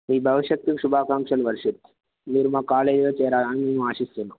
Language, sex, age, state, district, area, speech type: Telugu, male, 18-30, Telangana, Wanaparthy, urban, conversation